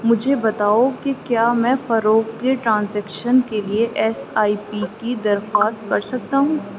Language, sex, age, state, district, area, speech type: Urdu, female, 18-30, Uttar Pradesh, Aligarh, urban, read